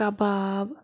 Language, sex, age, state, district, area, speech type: Kashmiri, female, 30-45, Jammu and Kashmir, Pulwama, rural, spontaneous